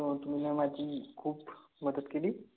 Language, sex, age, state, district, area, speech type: Marathi, male, 18-30, Maharashtra, Gondia, rural, conversation